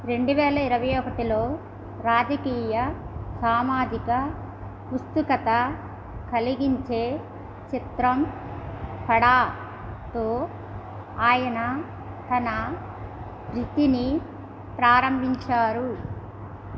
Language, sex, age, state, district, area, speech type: Telugu, female, 60+, Andhra Pradesh, East Godavari, rural, read